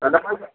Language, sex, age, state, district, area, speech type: Assamese, male, 60+, Assam, Darrang, rural, conversation